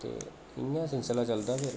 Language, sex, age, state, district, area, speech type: Dogri, male, 30-45, Jammu and Kashmir, Jammu, rural, spontaneous